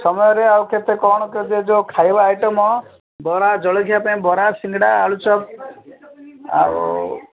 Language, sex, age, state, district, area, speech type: Odia, male, 45-60, Odisha, Gajapati, rural, conversation